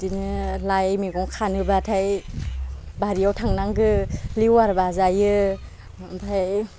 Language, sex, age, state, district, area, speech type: Bodo, female, 18-30, Assam, Udalguri, rural, spontaneous